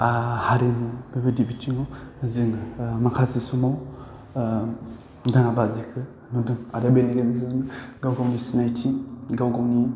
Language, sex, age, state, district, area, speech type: Bodo, male, 18-30, Assam, Baksa, urban, spontaneous